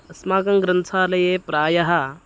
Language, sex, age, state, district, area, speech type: Sanskrit, male, 18-30, Karnataka, Uttara Kannada, rural, spontaneous